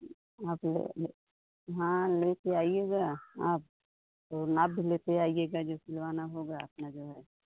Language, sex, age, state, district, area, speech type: Hindi, female, 30-45, Uttar Pradesh, Pratapgarh, rural, conversation